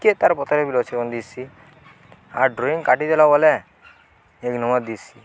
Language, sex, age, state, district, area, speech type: Odia, male, 18-30, Odisha, Balangir, urban, spontaneous